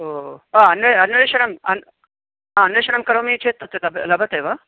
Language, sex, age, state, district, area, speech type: Sanskrit, male, 45-60, Karnataka, Bangalore Urban, urban, conversation